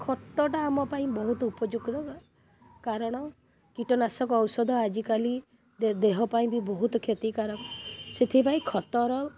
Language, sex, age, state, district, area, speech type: Odia, female, 30-45, Odisha, Kendrapara, urban, spontaneous